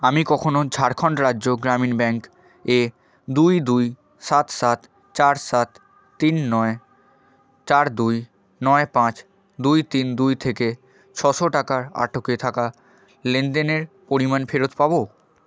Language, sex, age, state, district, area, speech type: Bengali, male, 30-45, West Bengal, Purba Medinipur, rural, read